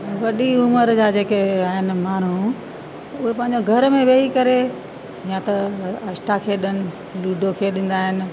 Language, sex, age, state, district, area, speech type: Sindhi, female, 60+, Delhi, South Delhi, rural, spontaneous